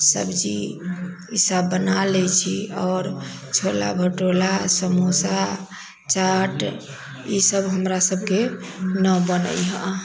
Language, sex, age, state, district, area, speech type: Maithili, female, 60+, Bihar, Sitamarhi, rural, spontaneous